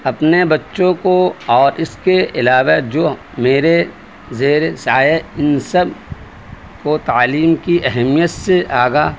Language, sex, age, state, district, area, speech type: Urdu, male, 30-45, Delhi, Central Delhi, urban, spontaneous